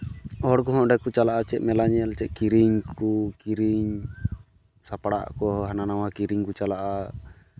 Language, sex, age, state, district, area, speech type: Santali, male, 18-30, West Bengal, Malda, rural, spontaneous